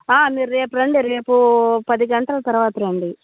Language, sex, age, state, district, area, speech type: Telugu, female, 30-45, Andhra Pradesh, Nellore, rural, conversation